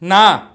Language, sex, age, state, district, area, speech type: Bengali, male, 45-60, West Bengal, Paschim Bardhaman, urban, read